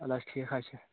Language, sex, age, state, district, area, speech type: Kashmiri, male, 45-60, Jammu and Kashmir, Baramulla, rural, conversation